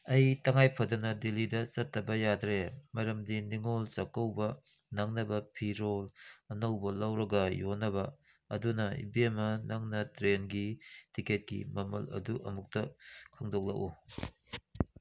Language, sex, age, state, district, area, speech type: Manipuri, male, 60+, Manipur, Kangpokpi, urban, spontaneous